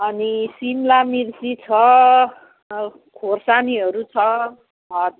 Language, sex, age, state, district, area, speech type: Nepali, female, 45-60, West Bengal, Jalpaiguri, urban, conversation